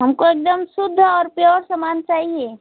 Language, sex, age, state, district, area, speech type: Hindi, female, 18-30, Uttar Pradesh, Azamgarh, rural, conversation